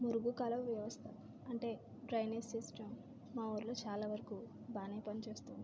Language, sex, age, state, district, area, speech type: Telugu, female, 30-45, Andhra Pradesh, Kakinada, rural, spontaneous